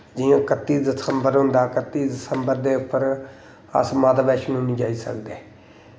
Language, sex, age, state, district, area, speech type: Dogri, male, 30-45, Jammu and Kashmir, Reasi, rural, spontaneous